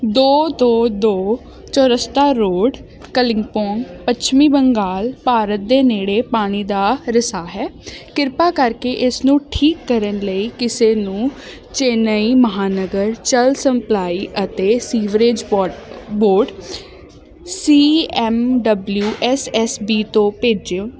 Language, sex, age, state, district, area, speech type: Punjabi, female, 18-30, Punjab, Ludhiana, urban, read